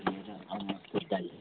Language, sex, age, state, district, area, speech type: Odia, female, 45-60, Odisha, Sundergarh, rural, conversation